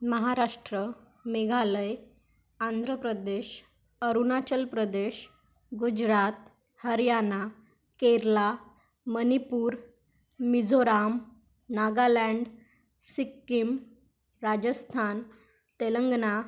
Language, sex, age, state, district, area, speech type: Marathi, female, 18-30, Maharashtra, Wardha, rural, spontaneous